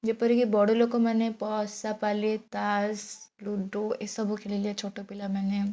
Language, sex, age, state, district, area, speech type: Odia, female, 30-45, Odisha, Bhadrak, rural, spontaneous